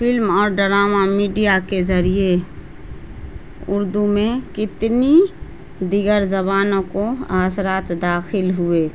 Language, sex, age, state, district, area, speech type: Urdu, female, 30-45, Bihar, Madhubani, rural, spontaneous